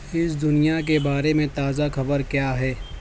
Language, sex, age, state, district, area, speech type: Urdu, male, 18-30, Maharashtra, Nashik, rural, read